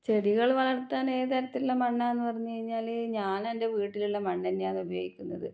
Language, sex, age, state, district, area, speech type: Malayalam, female, 30-45, Kerala, Kannur, rural, spontaneous